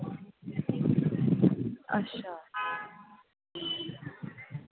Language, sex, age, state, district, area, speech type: Dogri, female, 18-30, Jammu and Kashmir, Samba, urban, conversation